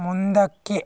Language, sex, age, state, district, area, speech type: Kannada, male, 45-60, Karnataka, Bangalore Rural, rural, read